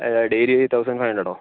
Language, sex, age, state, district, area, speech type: Malayalam, male, 45-60, Kerala, Kozhikode, urban, conversation